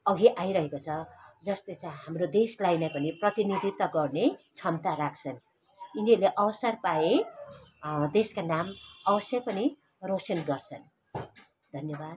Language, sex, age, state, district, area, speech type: Nepali, female, 45-60, West Bengal, Kalimpong, rural, spontaneous